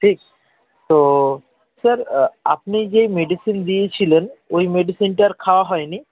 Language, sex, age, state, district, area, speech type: Bengali, male, 30-45, West Bengal, South 24 Parganas, rural, conversation